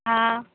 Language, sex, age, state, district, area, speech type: Sindhi, female, 18-30, Rajasthan, Ajmer, urban, conversation